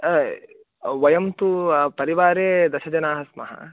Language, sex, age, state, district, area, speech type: Sanskrit, male, 18-30, Karnataka, Chikkamagaluru, urban, conversation